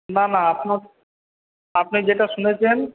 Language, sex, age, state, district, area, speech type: Bengali, male, 18-30, West Bengal, Purba Bardhaman, urban, conversation